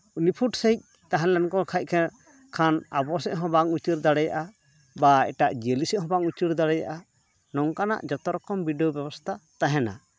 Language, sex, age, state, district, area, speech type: Santali, male, 45-60, West Bengal, Purulia, rural, spontaneous